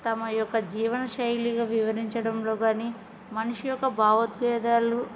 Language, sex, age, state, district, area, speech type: Telugu, female, 30-45, Andhra Pradesh, Kurnool, rural, spontaneous